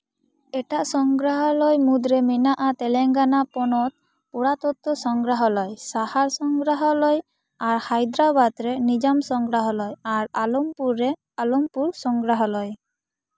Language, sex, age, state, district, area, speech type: Santali, female, 18-30, West Bengal, Purba Bardhaman, rural, read